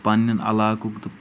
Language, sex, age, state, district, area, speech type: Kashmiri, male, 18-30, Jammu and Kashmir, Kulgam, rural, spontaneous